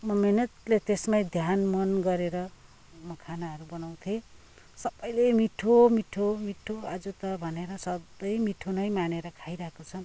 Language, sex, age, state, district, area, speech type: Nepali, female, 60+, West Bengal, Kalimpong, rural, spontaneous